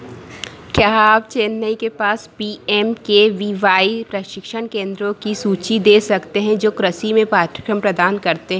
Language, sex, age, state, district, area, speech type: Hindi, female, 30-45, Madhya Pradesh, Harda, urban, read